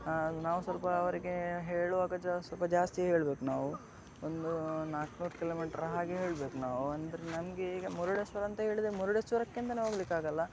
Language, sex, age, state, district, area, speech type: Kannada, male, 18-30, Karnataka, Udupi, rural, spontaneous